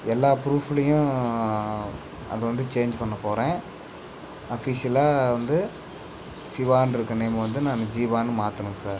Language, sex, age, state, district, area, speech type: Tamil, male, 18-30, Tamil Nadu, Namakkal, rural, spontaneous